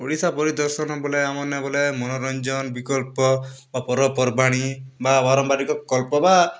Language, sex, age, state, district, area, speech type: Odia, male, 18-30, Odisha, Kalahandi, rural, spontaneous